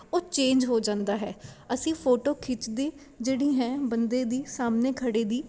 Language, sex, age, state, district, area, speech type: Punjabi, female, 18-30, Punjab, Ludhiana, urban, spontaneous